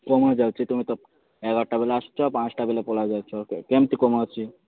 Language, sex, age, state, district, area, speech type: Odia, male, 18-30, Odisha, Malkangiri, urban, conversation